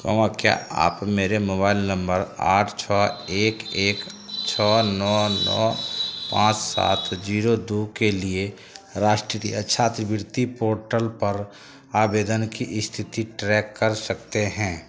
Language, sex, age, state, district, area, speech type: Hindi, male, 30-45, Bihar, Begusarai, urban, read